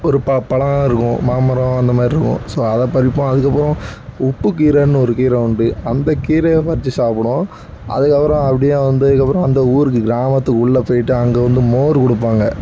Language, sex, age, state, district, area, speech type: Tamil, male, 30-45, Tamil Nadu, Thoothukudi, urban, spontaneous